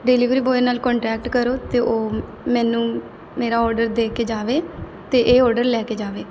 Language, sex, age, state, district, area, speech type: Punjabi, female, 18-30, Punjab, Mohali, urban, spontaneous